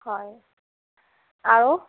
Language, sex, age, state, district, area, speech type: Assamese, female, 30-45, Assam, Nagaon, urban, conversation